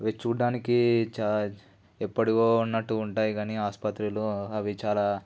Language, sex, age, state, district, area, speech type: Telugu, male, 18-30, Telangana, Nalgonda, rural, spontaneous